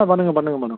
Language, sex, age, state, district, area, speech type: Tamil, male, 30-45, Tamil Nadu, Tiruvarur, rural, conversation